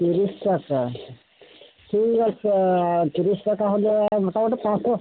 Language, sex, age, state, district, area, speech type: Bengali, male, 30-45, West Bengal, Uttar Dinajpur, urban, conversation